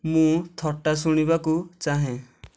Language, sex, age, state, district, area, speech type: Odia, male, 18-30, Odisha, Nayagarh, rural, read